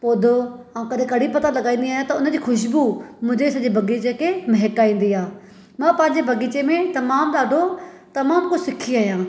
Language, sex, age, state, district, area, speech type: Sindhi, female, 30-45, Maharashtra, Thane, urban, spontaneous